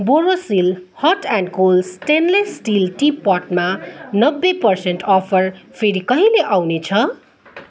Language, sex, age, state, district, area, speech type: Nepali, female, 30-45, West Bengal, Kalimpong, rural, read